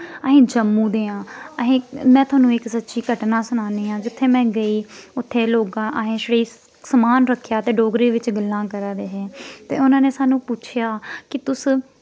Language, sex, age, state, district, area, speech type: Dogri, female, 18-30, Jammu and Kashmir, Samba, urban, spontaneous